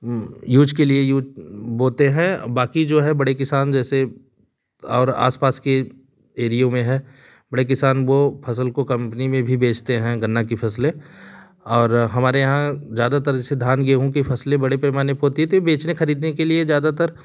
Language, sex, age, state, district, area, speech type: Hindi, male, 30-45, Uttar Pradesh, Jaunpur, rural, spontaneous